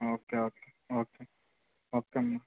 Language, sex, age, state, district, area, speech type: Telugu, male, 18-30, Andhra Pradesh, Kakinada, urban, conversation